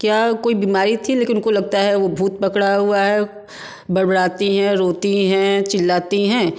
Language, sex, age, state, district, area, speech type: Hindi, female, 45-60, Uttar Pradesh, Varanasi, urban, spontaneous